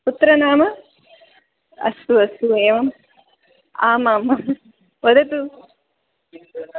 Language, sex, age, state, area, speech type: Sanskrit, other, 18-30, Rajasthan, urban, conversation